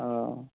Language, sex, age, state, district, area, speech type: Bengali, male, 30-45, West Bengal, Hooghly, urban, conversation